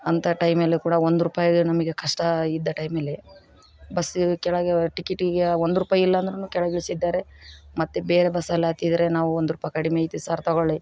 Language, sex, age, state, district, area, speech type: Kannada, female, 45-60, Karnataka, Vijayanagara, rural, spontaneous